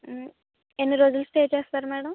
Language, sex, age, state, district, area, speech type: Telugu, female, 60+, Andhra Pradesh, Kakinada, rural, conversation